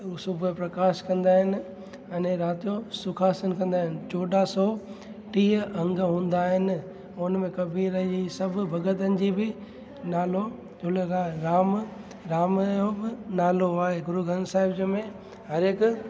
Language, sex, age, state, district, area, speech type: Sindhi, male, 30-45, Gujarat, Junagadh, urban, spontaneous